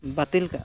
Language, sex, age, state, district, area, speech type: Santali, male, 30-45, West Bengal, Purulia, rural, spontaneous